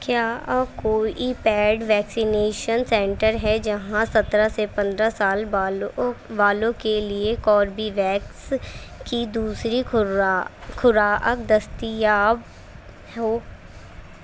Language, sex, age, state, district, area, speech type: Urdu, female, 18-30, Uttar Pradesh, Gautam Buddha Nagar, urban, read